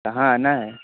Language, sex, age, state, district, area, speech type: Hindi, male, 18-30, Uttar Pradesh, Varanasi, rural, conversation